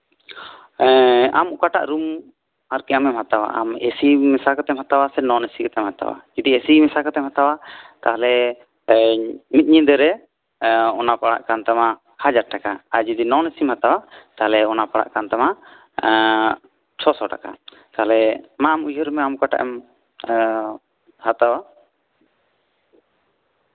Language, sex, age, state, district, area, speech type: Santali, male, 18-30, West Bengal, Bankura, rural, conversation